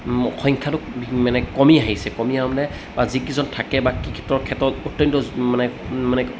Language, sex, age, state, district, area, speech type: Assamese, male, 30-45, Assam, Jorhat, urban, spontaneous